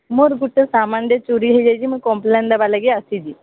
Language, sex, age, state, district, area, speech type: Odia, female, 30-45, Odisha, Sambalpur, rural, conversation